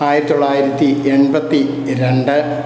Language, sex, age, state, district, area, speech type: Malayalam, male, 60+, Kerala, Kottayam, rural, spontaneous